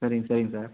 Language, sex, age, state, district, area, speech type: Tamil, male, 30-45, Tamil Nadu, Chengalpattu, rural, conversation